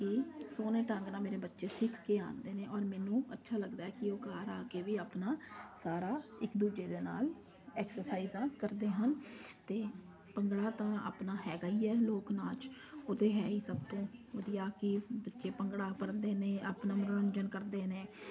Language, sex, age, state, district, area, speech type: Punjabi, female, 30-45, Punjab, Kapurthala, urban, spontaneous